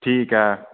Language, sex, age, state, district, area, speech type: Dogri, male, 18-30, Jammu and Kashmir, Udhampur, rural, conversation